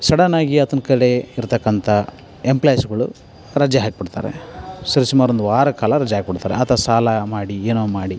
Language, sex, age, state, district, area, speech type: Kannada, male, 30-45, Karnataka, Koppal, rural, spontaneous